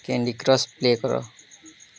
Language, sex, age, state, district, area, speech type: Odia, male, 18-30, Odisha, Bargarh, urban, read